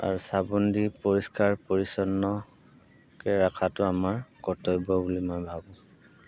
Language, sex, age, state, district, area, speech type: Assamese, male, 45-60, Assam, Golaghat, urban, spontaneous